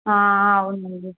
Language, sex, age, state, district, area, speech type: Telugu, female, 18-30, Andhra Pradesh, Vizianagaram, rural, conversation